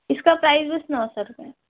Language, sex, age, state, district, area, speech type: Urdu, female, 30-45, Uttar Pradesh, Lucknow, urban, conversation